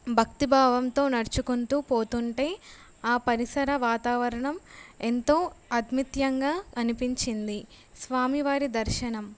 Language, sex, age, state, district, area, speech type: Telugu, female, 18-30, Telangana, Jangaon, urban, spontaneous